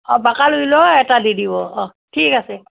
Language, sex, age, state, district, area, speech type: Assamese, female, 60+, Assam, Barpeta, rural, conversation